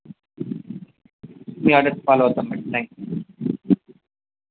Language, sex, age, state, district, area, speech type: Telugu, male, 18-30, Andhra Pradesh, Nellore, urban, conversation